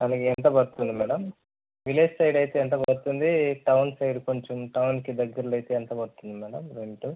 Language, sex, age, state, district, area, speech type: Telugu, male, 30-45, Andhra Pradesh, Sri Balaji, urban, conversation